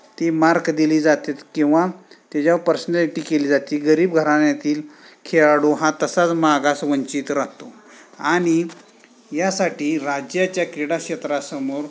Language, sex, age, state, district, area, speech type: Marathi, male, 30-45, Maharashtra, Sangli, urban, spontaneous